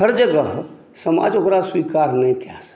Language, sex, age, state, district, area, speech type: Maithili, male, 45-60, Bihar, Saharsa, urban, spontaneous